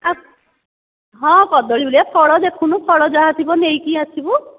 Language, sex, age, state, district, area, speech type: Odia, female, 60+, Odisha, Nayagarh, rural, conversation